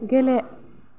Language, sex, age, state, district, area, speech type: Bodo, female, 18-30, Assam, Kokrajhar, rural, read